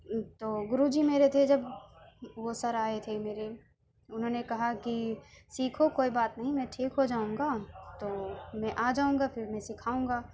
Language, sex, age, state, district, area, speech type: Urdu, female, 18-30, Delhi, South Delhi, urban, spontaneous